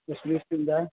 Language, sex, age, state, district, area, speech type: Kannada, male, 45-60, Karnataka, Ramanagara, urban, conversation